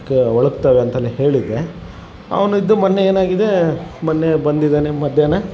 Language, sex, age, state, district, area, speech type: Kannada, male, 30-45, Karnataka, Vijayanagara, rural, spontaneous